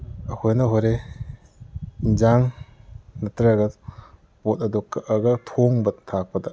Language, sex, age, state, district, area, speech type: Manipuri, male, 30-45, Manipur, Kakching, rural, spontaneous